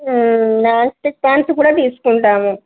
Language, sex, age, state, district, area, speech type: Telugu, female, 30-45, Telangana, Jangaon, rural, conversation